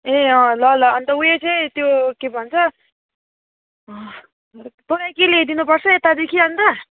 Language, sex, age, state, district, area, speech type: Nepali, female, 18-30, West Bengal, Kalimpong, rural, conversation